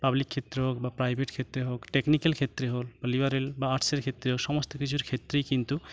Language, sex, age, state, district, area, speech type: Bengali, male, 45-60, West Bengal, Jhargram, rural, spontaneous